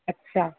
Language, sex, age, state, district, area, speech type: Sindhi, female, 18-30, Rajasthan, Ajmer, urban, conversation